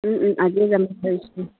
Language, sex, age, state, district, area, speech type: Assamese, female, 45-60, Assam, Dibrugarh, rural, conversation